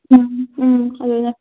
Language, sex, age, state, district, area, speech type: Manipuri, female, 18-30, Manipur, Kangpokpi, urban, conversation